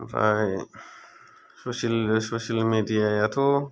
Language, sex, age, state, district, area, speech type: Bodo, male, 45-60, Assam, Kokrajhar, rural, spontaneous